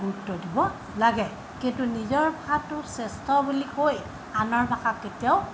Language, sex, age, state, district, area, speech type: Assamese, female, 60+, Assam, Tinsukia, rural, spontaneous